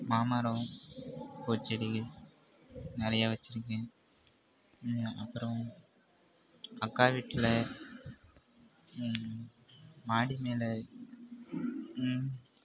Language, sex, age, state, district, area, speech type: Tamil, male, 30-45, Tamil Nadu, Mayiladuthurai, urban, spontaneous